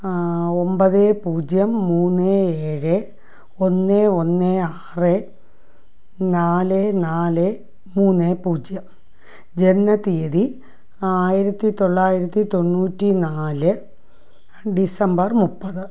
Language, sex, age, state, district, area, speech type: Malayalam, female, 60+, Kerala, Thiruvananthapuram, rural, spontaneous